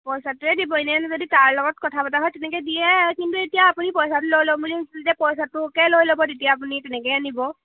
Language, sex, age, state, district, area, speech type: Assamese, female, 18-30, Assam, Jorhat, urban, conversation